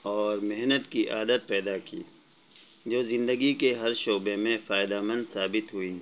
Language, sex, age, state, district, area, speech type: Urdu, male, 45-60, Bihar, Gaya, urban, spontaneous